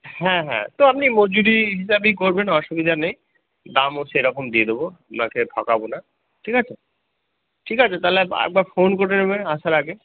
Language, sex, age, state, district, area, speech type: Bengali, male, 60+, West Bengal, Purba Bardhaman, rural, conversation